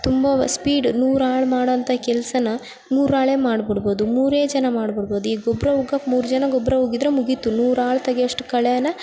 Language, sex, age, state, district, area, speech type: Kannada, female, 18-30, Karnataka, Bellary, rural, spontaneous